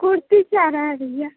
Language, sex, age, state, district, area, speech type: Hindi, female, 18-30, Uttar Pradesh, Ghazipur, rural, conversation